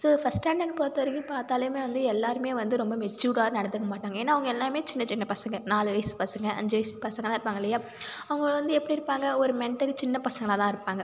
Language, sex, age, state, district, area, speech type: Tamil, female, 30-45, Tamil Nadu, Cuddalore, rural, spontaneous